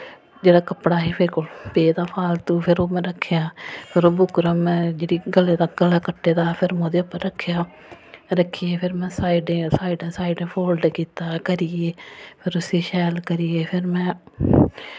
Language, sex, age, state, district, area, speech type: Dogri, female, 30-45, Jammu and Kashmir, Samba, urban, spontaneous